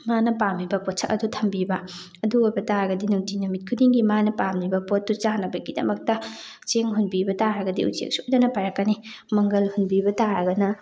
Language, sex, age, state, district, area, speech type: Manipuri, female, 30-45, Manipur, Thoubal, rural, spontaneous